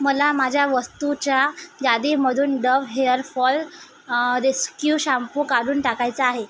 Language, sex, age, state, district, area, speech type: Marathi, female, 30-45, Maharashtra, Nagpur, urban, read